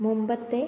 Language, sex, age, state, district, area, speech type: Malayalam, female, 18-30, Kerala, Kannur, rural, read